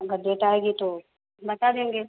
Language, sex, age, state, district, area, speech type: Urdu, female, 30-45, Uttar Pradesh, Mau, urban, conversation